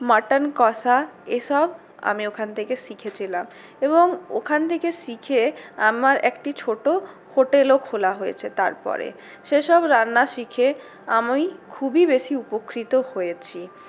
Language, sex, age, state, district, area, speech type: Bengali, female, 60+, West Bengal, Purulia, urban, spontaneous